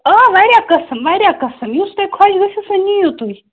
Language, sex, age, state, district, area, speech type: Kashmiri, female, 30-45, Jammu and Kashmir, Baramulla, rural, conversation